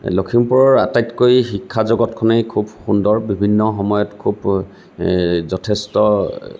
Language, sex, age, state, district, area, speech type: Assamese, male, 45-60, Assam, Lakhimpur, rural, spontaneous